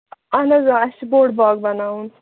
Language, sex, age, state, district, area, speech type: Kashmiri, female, 45-60, Jammu and Kashmir, Ganderbal, rural, conversation